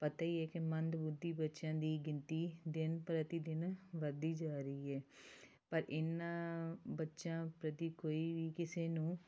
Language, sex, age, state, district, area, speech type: Punjabi, female, 30-45, Punjab, Tarn Taran, rural, spontaneous